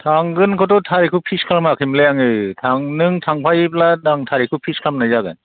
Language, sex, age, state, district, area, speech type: Bodo, male, 60+, Assam, Chirang, rural, conversation